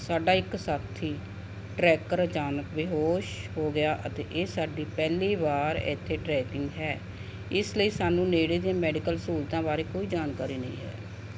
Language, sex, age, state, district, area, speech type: Punjabi, female, 45-60, Punjab, Barnala, urban, read